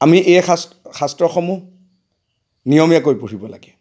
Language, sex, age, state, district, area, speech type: Assamese, male, 45-60, Assam, Golaghat, urban, spontaneous